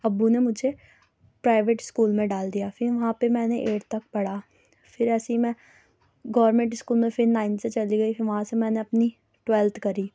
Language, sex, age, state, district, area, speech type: Urdu, female, 18-30, Delhi, South Delhi, urban, spontaneous